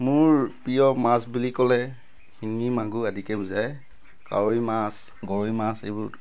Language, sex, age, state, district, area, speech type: Assamese, male, 45-60, Assam, Tinsukia, rural, spontaneous